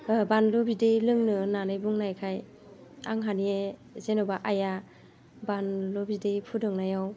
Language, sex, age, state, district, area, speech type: Bodo, female, 45-60, Assam, Chirang, rural, spontaneous